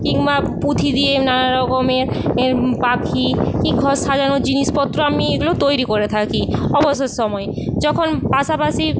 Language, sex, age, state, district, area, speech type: Bengali, female, 45-60, West Bengal, Paschim Medinipur, rural, spontaneous